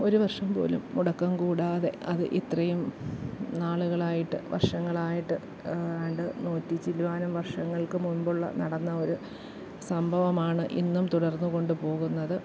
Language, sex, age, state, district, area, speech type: Malayalam, female, 30-45, Kerala, Alappuzha, rural, spontaneous